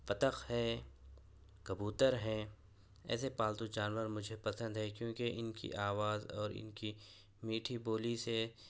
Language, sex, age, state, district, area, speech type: Urdu, male, 45-60, Telangana, Hyderabad, urban, spontaneous